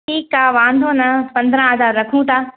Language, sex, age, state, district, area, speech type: Sindhi, female, 18-30, Gujarat, Kutch, urban, conversation